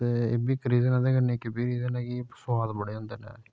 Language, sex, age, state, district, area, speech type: Dogri, male, 18-30, Jammu and Kashmir, Samba, rural, spontaneous